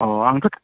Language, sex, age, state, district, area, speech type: Bodo, male, 45-60, Assam, Kokrajhar, rural, conversation